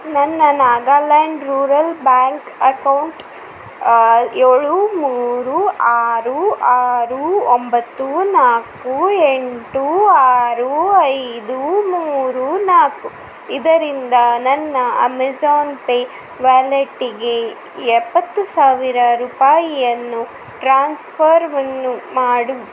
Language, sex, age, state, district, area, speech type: Kannada, female, 30-45, Karnataka, Shimoga, rural, read